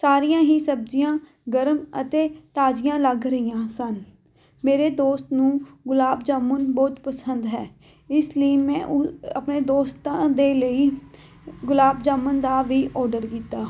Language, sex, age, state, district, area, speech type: Punjabi, female, 18-30, Punjab, Fatehgarh Sahib, rural, spontaneous